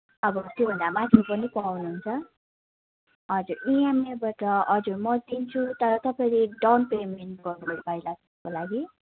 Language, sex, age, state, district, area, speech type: Nepali, female, 18-30, West Bengal, Kalimpong, rural, conversation